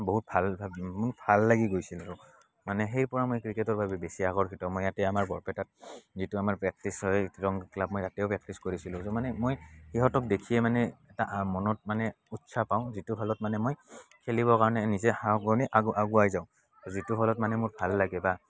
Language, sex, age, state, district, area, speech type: Assamese, male, 18-30, Assam, Barpeta, rural, spontaneous